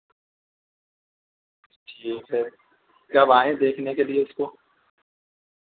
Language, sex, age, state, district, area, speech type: Urdu, male, 30-45, Uttar Pradesh, Azamgarh, rural, conversation